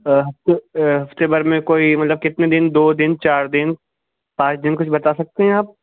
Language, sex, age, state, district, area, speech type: Urdu, male, 18-30, Uttar Pradesh, Shahjahanpur, urban, conversation